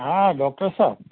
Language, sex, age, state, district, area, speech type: Gujarati, male, 45-60, Gujarat, Ahmedabad, urban, conversation